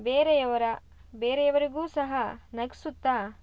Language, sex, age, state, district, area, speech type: Kannada, female, 30-45, Karnataka, Shimoga, rural, spontaneous